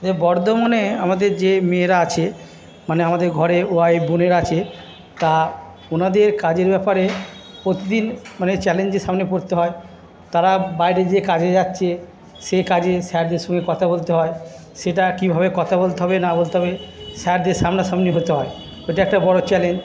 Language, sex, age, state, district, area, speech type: Bengali, male, 45-60, West Bengal, Purba Bardhaman, urban, spontaneous